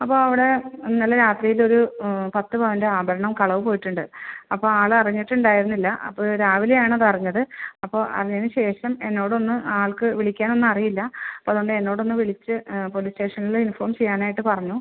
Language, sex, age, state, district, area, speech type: Malayalam, female, 45-60, Kerala, Ernakulam, urban, conversation